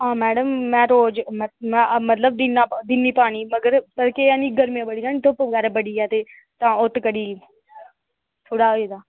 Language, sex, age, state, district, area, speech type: Dogri, female, 18-30, Jammu and Kashmir, Udhampur, rural, conversation